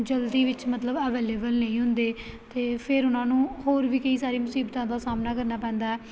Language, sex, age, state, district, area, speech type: Punjabi, female, 18-30, Punjab, Gurdaspur, rural, spontaneous